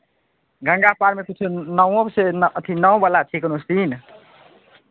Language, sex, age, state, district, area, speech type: Maithili, male, 18-30, Bihar, Madhubani, rural, conversation